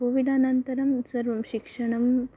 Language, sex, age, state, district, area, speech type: Sanskrit, female, 18-30, Kerala, Kasaragod, rural, spontaneous